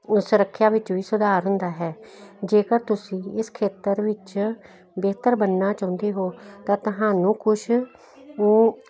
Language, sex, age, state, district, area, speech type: Punjabi, female, 60+, Punjab, Jalandhar, urban, spontaneous